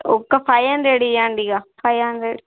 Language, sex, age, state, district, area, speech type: Telugu, female, 18-30, Andhra Pradesh, Visakhapatnam, urban, conversation